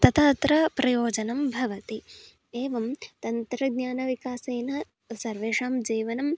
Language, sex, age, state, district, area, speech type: Sanskrit, female, 18-30, Karnataka, Hassan, urban, spontaneous